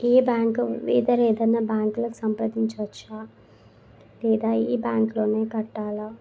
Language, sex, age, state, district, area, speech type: Telugu, female, 18-30, Telangana, Sangareddy, urban, spontaneous